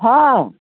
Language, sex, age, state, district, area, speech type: Maithili, female, 60+, Bihar, Muzaffarpur, rural, conversation